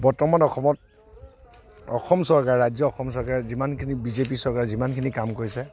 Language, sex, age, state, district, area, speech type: Assamese, male, 45-60, Assam, Kamrup Metropolitan, urban, spontaneous